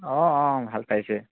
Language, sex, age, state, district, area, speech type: Assamese, male, 30-45, Assam, Sonitpur, rural, conversation